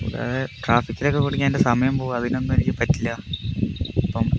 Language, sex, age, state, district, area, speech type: Malayalam, male, 30-45, Kerala, Wayanad, rural, spontaneous